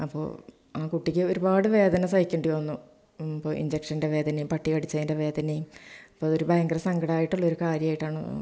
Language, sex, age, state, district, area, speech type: Malayalam, female, 45-60, Kerala, Malappuram, rural, spontaneous